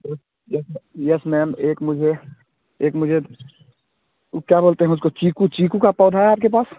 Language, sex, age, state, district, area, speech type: Hindi, male, 18-30, Bihar, Muzaffarpur, rural, conversation